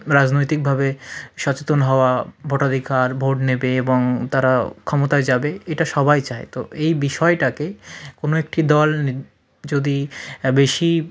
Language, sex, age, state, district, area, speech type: Bengali, male, 45-60, West Bengal, South 24 Parganas, rural, spontaneous